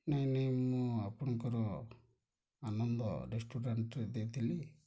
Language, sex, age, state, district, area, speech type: Odia, male, 60+, Odisha, Kendrapara, urban, spontaneous